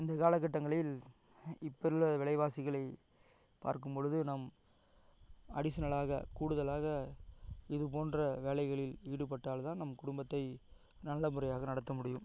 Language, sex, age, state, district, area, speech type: Tamil, male, 45-60, Tamil Nadu, Ariyalur, rural, spontaneous